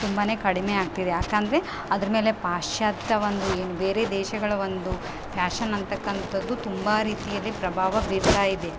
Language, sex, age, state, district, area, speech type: Kannada, female, 18-30, Karnataka, Bellary, rural, spontaneous